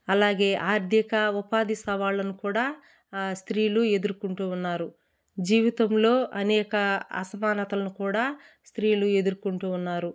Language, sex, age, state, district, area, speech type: Telugu, female, 30-45, Andhra Pradesh, Kadapa, rural, spontaneous